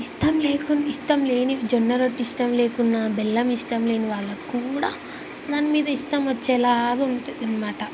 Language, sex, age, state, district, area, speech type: Telugu, female, 18-30, Telangana, Ranga Reddy, urban, spontaneous